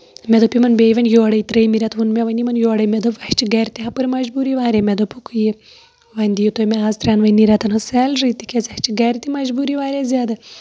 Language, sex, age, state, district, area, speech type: Kashmiri, female, 30-45, Jammu and Kashmir, Shopian, rural, spontaneous